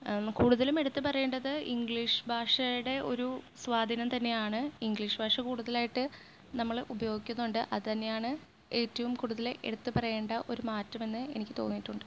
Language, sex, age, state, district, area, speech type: Malayalam, female, 18-30, Kerala, Ernakulam, rural, spontaneous